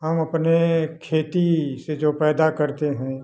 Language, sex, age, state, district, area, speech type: Hindi, male, 60+, Uttar Pradesh, Prayagraj, rural, spontaneous